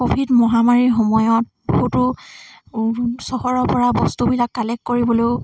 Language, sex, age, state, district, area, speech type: Assamese, female, 18-30, Assam, Dibrugarh, rural, spontaneous